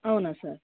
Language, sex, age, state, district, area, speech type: Telugu, female, 30-45, Andhra Pradesh, Krishna, urban, conversation